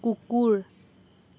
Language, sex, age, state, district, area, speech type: Assamese, female, 18-30, Assam, Sonitpur, rural, read